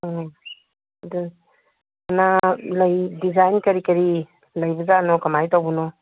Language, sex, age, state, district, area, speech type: Manipuri, female, 60+, Manipur, Kangpokpi, urban, conversation